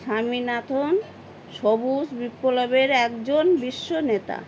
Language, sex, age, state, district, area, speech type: Bengali, female, 60+, West Bengal, Howrah, urban, read